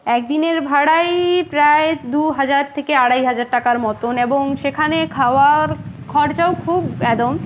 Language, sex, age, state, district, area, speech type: Bengali, female, 18-30, West Bengal, Uttar Dinajpur, urban, spontaneous